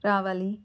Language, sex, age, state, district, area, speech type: Telugu, female, 30-45, Andhra Pradesh, Chittoor, urban, spontaneous